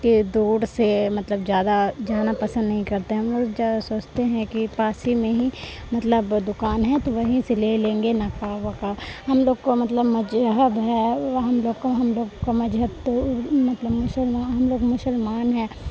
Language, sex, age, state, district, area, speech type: Urdu, female, 18-30, Bihar, Supaul, rural, spontaneous